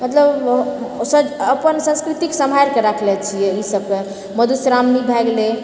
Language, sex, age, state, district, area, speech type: Maithili, female, 45-60, Bihar, Purnia, rural, spontaneous